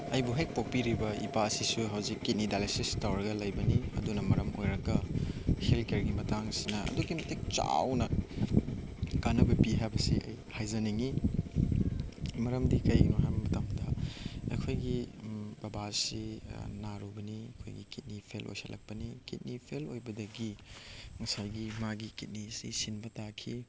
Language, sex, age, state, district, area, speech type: Manipuri, male, 18-30, Manipur, Chandel, rural, spontaneous